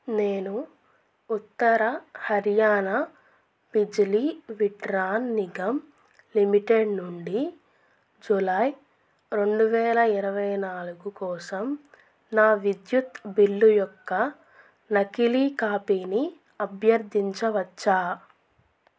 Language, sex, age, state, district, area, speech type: Telugu, female, 30-45, Andhra Pradesh, Krishna, rural, read